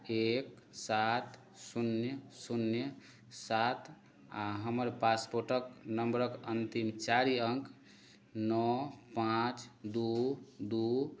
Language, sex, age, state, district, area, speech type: Maithili, male, 30-45, Bihar, Madhubani, rural, read